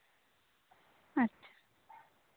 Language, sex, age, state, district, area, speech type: Santali, female, 18-30, West Bengal, Bankura, rural, conversation